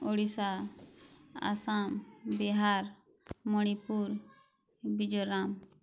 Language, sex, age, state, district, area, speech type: Odia, female, 30-45, Odisha, Bargarh, rural, spontaneous